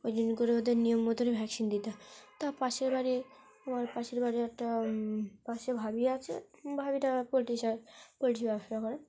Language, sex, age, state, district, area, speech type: Bengali, female, 18-30, West Bengal, Dakshin Dinajpur, urban, spontaneous